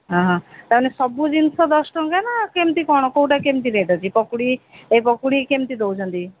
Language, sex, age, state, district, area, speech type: Odia, female, 45-60, Odisha, Sundergarh, urban, conversation